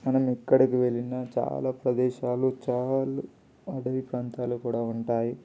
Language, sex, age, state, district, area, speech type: Telugu, male, 18-30, Telangana, Ranga Reddy, urban, spontaneous